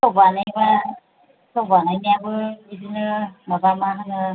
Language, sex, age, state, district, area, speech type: Bodo, female, 45-60, Assam, Kokrajhar, rural, conversation